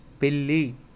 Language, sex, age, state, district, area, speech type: Telugu, male, 18-30, Telangana, Hyderabad, urban, read